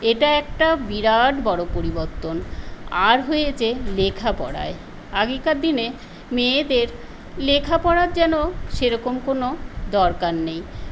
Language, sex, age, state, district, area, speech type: Bengali, female, 60+, West Bengal, Paschim Medinipur, rural, spontaneous